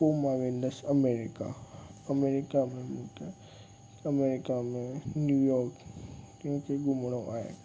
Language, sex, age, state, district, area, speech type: Sindhi, male, 18-30, Gujarat, Kutch, rural, spontaneous